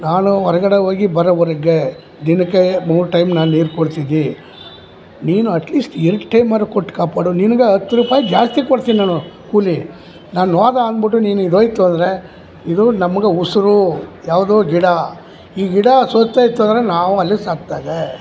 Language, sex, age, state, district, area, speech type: Kannada, male, 60+, Karnataka, Chamarajanagar, rural, spontaneous